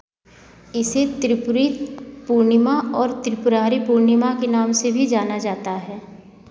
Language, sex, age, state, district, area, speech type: Hindi, female, 45-60, Uttar Pradesh, Varanasi, rural, read